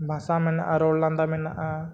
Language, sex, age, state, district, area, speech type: Santali, male, 18-30, Jharkhand, East Singhbhum, rural, spontaneous